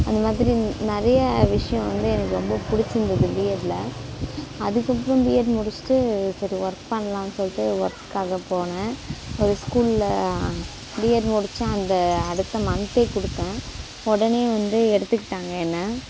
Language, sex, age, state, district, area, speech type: Tamil, female, 18-30, Tamil Nadu, Kallakurichi, rural, spontaneous